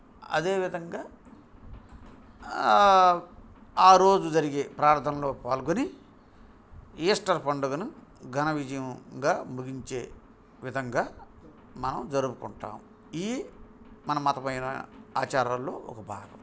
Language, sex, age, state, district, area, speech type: Telugu, male, 45-60, Andhra Pradesh, Bapatla, urban, spontaneous